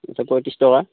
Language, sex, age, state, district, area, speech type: Assamese, male, 18-30, Assam, Darrang, rural, conversation